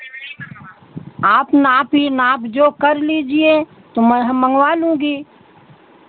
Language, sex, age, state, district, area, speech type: Hindi, female, 60+, Uttar Pradesh, Pratapgarh, rural, conversation